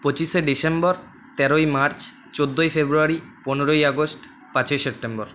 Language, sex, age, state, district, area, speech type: Bengali, male, 30-45, West Bengal, Paschim Bardhaman, rural, spontaneous